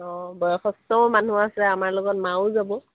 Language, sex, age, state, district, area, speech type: Assamese, female, 30-45, Assam, Kamrup Metropolitan, urban, conversation